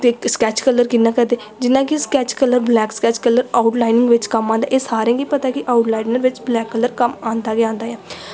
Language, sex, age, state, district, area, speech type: Dogri, female, 18-30, Jammu and Kashmir, Samba, rural, spontaneous